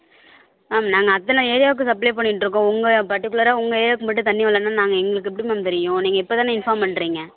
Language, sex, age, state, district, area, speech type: Tamil, female, 18-30, Tamil Nadu, Thanjavur, rural, conversation